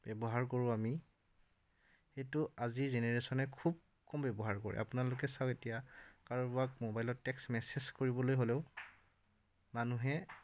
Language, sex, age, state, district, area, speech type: Assamese, male, 30-45, Assam, Dhemaji, rural, spontaneous